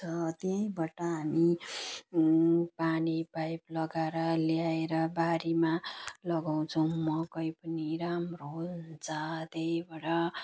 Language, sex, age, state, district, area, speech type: Nepali, female, 30-45, West Bengal, Jalpaiguri, rural, spontaneous